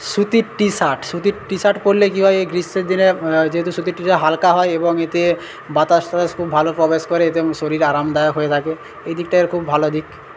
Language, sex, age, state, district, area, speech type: Bengali, male, 18-30, West Bengal, Paschim Medinipur, rural, spontaneous